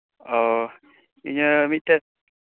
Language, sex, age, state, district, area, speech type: Santali, male, 18-30, West Bengal, Birbhum, rural, conversation